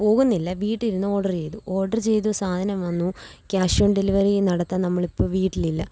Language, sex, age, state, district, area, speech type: Malayalam, female, 18-30, Kerala, Kollam, rural, spontaneous